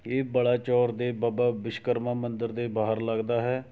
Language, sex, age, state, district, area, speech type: Punjabi, male, 60+, Punjab, Shaheed Bhagat Singh Nagar, rural, spontaneous